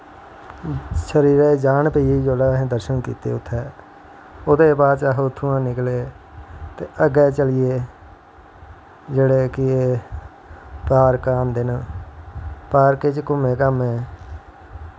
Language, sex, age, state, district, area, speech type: Dogri, male, 45-60, Jammu and Kashmir, Jammu, rural, spontaneous